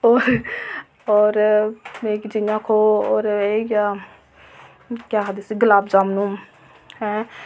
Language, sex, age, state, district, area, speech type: Dogri, female, 18-30, Jammu and Kashmir, Reasi, rural, spontaneous